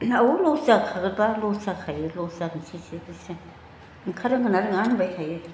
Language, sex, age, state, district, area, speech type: Bodo, female, 60+, Assam, Chirang, urban, spontaneous